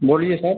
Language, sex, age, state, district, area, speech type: Hindi, male, 60+, Bihar, Begusarai, urban, conversation